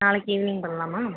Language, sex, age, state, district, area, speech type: Tamil, female, 30-45, Tamil Nadu, Pudukkottai, urban, conversation